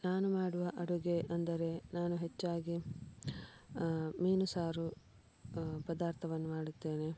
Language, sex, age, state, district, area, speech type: Kannada, female, 30-45, Karnataka, Udupi, rural, spontaneous